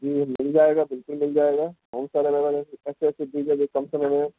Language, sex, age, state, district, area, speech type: Urdu, male, 18-30, Bihar, Gaya, urban, conversation